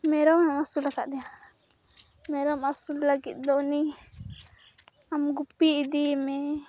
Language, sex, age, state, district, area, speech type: Santali, female, 18-30, Jharkhand, Seraikela Kharsawan, rural, spontaneous